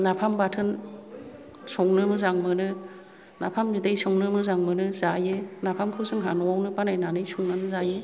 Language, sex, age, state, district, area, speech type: Bodo, female, 60+, Assam, Kokrajhar, rural, spontaneous